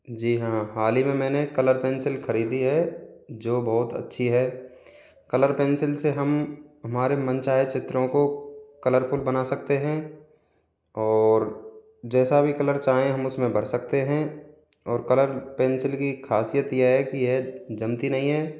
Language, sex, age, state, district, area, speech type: Hindi, male, 45-60, Rajasthan, Jaipur, urban, spontaneous